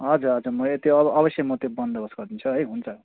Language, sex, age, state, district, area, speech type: Nepali, male, 30-45, West Bengal, Kalimpong, rural, conversation